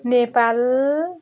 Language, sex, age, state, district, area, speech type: Nepali, female, 45-60, West Bengal, Jalpaiguri, rural, spontaneous